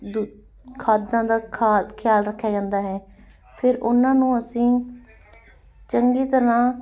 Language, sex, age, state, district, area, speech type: Punjabi, female, 30-45, Punjab, Muktsar, urban, spontaneous